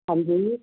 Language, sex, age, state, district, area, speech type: Punjabi, female, 45-60, Punjab, Muktsar, urban, conversation